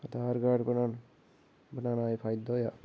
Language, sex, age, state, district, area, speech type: Dogri, male, 30-45, Jammu and Kashmir, Udhampur, rural, spontaneous